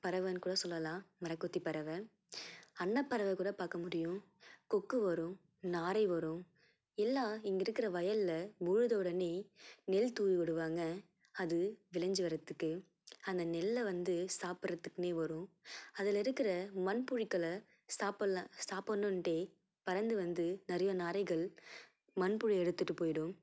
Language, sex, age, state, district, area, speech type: Tamil, female, 18-30, Tamil Nadu, Tiruvallur, rural, spontaneous